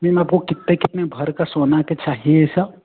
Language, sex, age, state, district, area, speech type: Hindi, male, 18-30, Uttar Pradesh, Ghazipur, rural, conversation